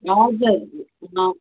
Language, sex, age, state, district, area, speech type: Nepali, female, 30-45, West Bengal, Darjeeling, rural, conversation